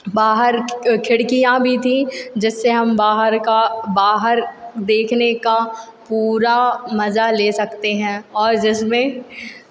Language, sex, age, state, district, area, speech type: Hindi, female, 18-30, Madhya Pradesh, Hoshangabad, rural, spontaneous